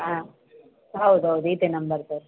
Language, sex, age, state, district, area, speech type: Kannada, female, 30-45, Karnataka, Dakshina Kannada, rural, conversation